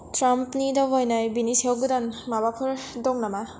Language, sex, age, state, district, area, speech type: Bodo, female, 18-30, Assam, Kokrajhar, rural, read